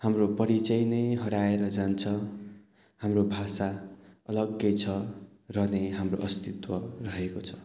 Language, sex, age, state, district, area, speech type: Nepali, male, 30-45, West Bengal, Darjeeling, rural, spontaneous